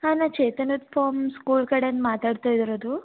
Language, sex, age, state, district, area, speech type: Kannada, female, 18-30, Karnataka, Gulbarga, urban, conversation